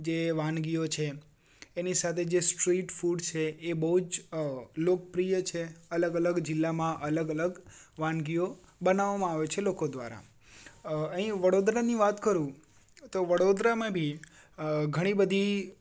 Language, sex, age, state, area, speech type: Gujarati, male, 18-30, Gujarat, urban, spontaneous